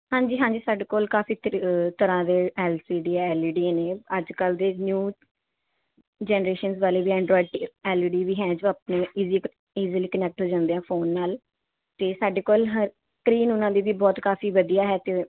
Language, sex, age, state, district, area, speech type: Punjabi, female, 18-30, Punjab, Patiala, urban, conversation